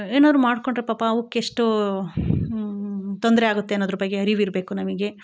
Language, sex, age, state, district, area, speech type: Kannada, female, 45-60, Karnataka, Chikkamagaluru, rural, spontaneous